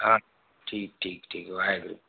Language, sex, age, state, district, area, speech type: Sindhi, male, 30-45, Gujarat, Surat, urban, conversation